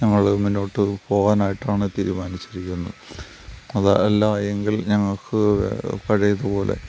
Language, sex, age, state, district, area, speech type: Malayalam, male, 60+, Kerala, Thiruvananthapuram, rural, spontaneous